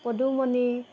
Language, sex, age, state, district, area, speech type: Assamese, female, 18-30, Assam, Golaghat, urban, spontaneous